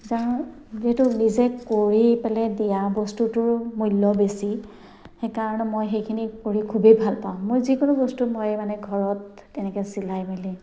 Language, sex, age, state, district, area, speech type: Assamese, female, 45-60, Assam, Kamrup Metropolitan, urban, spontaneous